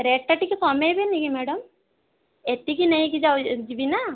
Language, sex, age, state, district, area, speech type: Odia, female, 18-30, Odisha, Kandhamal, rural, conversation